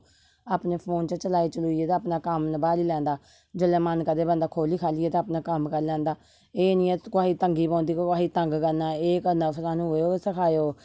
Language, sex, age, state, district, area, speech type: Dogri, female, 30-45, Jammu and Kashmir, Samba, rural, spontaneous